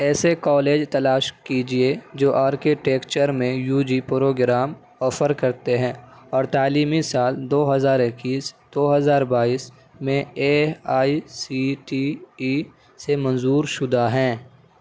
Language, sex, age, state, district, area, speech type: Urdu, male, 18-30, Delhi, Central Delhi, urban, read